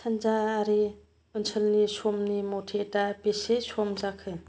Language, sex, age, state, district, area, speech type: Bodo, female, 45-60, Assam, Kokrajhar, rural, read